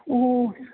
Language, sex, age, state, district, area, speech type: Punjabi, male, 45-60, Punjab, Fatehgarh Sahib, urban, conversation